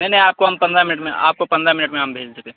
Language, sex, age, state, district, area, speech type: Urdu, male, 18-30, Bihar, Saharsa, rural, conversation